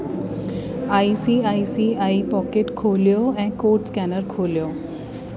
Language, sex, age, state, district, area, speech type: Sindhi, female, 30-45, Delhi, South Delhi, urban, read